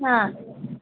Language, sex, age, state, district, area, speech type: Kannada, female, 45-60, Karnataka, Shimoga, rural, conversation